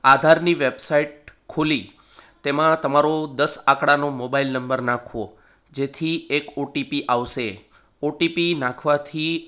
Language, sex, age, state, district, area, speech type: Gujarati, male, 30-45, Gujarat, Kheda, urban, spontaneous